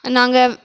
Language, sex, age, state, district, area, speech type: Tamil, female, 18-30, Tamil Nadu, Krishnagiri, rural, spontaneous